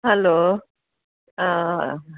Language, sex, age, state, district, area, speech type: Kannada, female, 60+, Karnataka, Udupi, rural, conversation